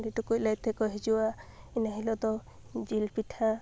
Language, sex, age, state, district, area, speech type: Santali, female, 30-45, West Bengal, Purulia, rural, spontaneous